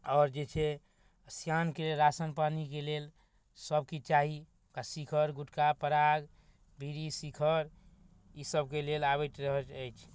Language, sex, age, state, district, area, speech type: Maithili, male, 30-45, Bihar, Darbhanga, rural, spontaneous